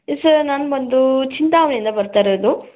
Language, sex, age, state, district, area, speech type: Kannada, female, 18-30, Karnataka, Bangalore Rural, rural, conversation